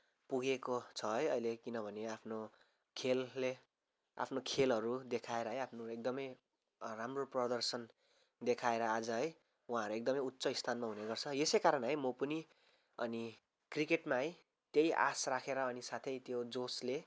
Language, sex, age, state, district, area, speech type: Nepali, male, 18-30, West Bengal, Kalimpong, rural, spontaneous